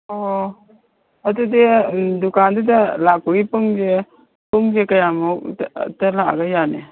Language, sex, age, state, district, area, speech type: Manipuri, female, 45-60, Manipur, Imphal East, rural, conversation